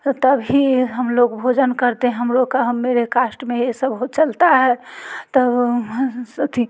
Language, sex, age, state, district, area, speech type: Hindi, female, 45-60, Bihar, Muzaffarpur, rural, spontaneous